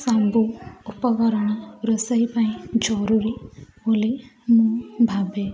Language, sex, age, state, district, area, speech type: Odia, female, 18-30, Odisha, Ganjam, urban, spontaneous